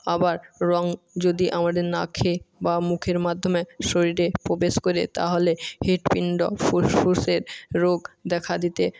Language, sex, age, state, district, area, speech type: Bengali, male, 18-30, West Bengal, Jhargram, rural, spontaneous